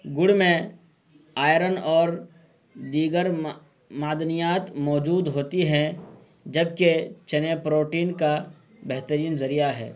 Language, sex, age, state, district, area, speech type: Urdu, male, 30-45, Bihar, Purnia, rural, spontaneous